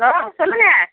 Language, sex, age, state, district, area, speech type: Tamil, female, 60+, Tamil Nadu, Tiruppur, rural, conversation